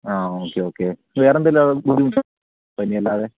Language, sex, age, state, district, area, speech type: Malayalam, male, 18-30, Kerala, Wayanad, rural, conversation